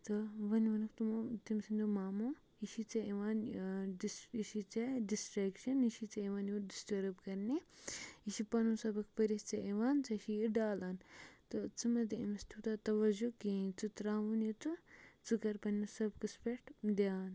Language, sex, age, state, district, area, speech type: Kashmiri, female, 30-45, Jammu and Kashmir, Kupwara, rural, spontaneous